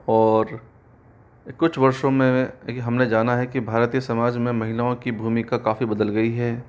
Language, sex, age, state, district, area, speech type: Hindi, male, 18-30, Rajasthan, Jaipur, urban, spontaneous